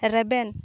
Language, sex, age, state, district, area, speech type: Santali, female, 18-30, West Bengal, Purulia, rural, read